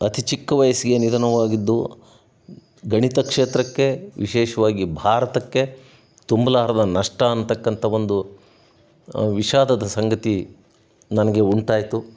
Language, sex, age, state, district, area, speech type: Kannada, male, 60+, Karnataka, Chitradurga, rural, spontaneous